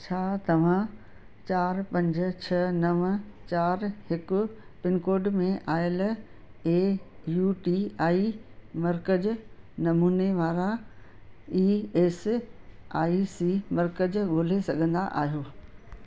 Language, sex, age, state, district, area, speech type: Sindhi, female, 60+, Madhya Pradesh, Katni, urban, read